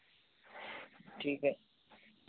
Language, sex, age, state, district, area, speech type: Hindi, male, 18-30, Uttar Pradesh, Varanasi, urban, conversation